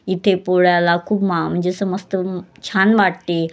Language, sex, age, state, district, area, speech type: Marathi, female, 30-45, Maharashtra, Wardha, rural, spontaneous